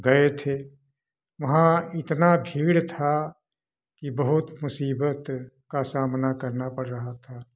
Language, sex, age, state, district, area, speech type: Hindi, male, 60+, Uttar Pradesh, Prayagraj, rural, spontaneous